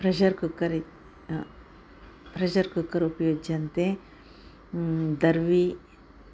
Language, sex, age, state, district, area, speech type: Sanskrit, female, 60+, Karnataka, Bellary, urban, spontaneous